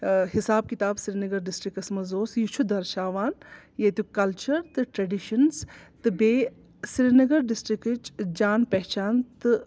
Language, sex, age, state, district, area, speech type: Kashmiri, female, 30-45, Jammu and Kashmir, Srinagar, urban, spontaneous